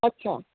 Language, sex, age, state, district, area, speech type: Dogri, female, 30-45, Jammu and Kashmir, Jammu, rural, conversation